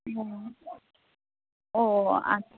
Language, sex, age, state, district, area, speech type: Santali, female, 18-30, West Bengal, Malda, rural, conversation